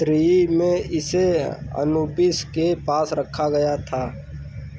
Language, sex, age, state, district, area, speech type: Hindi, male, 30-45, Uttar Pradesh, Lucknow, rural, read